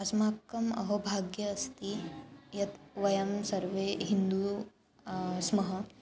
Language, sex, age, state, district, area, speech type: Sanskrit, female, 18-30, Maharashtra, Nagpur, urban, spontaneous